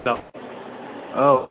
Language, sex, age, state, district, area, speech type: Bodo, male, 18-30, Assam, Chirang, rural, conversation